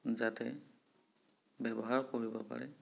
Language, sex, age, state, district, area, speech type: Assamese, male, 30-45, Assam, Sonitpur, rural, spontaneous